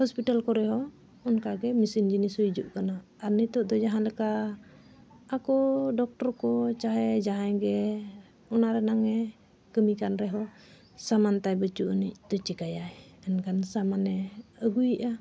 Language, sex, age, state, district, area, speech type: Santali, female, 45-60, Jharkhand, Bokaro, rural, spontaneous